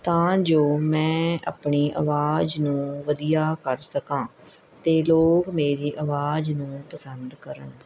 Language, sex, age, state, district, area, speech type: Punjabi, female, 30-45, Punjab, Mohali, urban, spontaneous